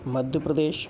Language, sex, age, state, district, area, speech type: Hindi, male, 30-45, Madhya Pradesh, Bhopal, urban, spontaneous